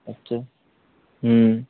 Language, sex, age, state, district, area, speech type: Bengali, male, 18-30, West Bengal, Darjeeling, urban, conversation